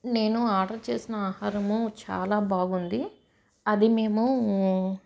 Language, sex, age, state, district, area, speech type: Telugu, female, 30-45, Telangana, Medchal, rural, spontaneous